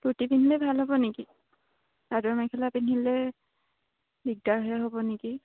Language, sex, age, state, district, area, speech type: Assamese, female, 18-30, Assam, Morigaon, rural, conversation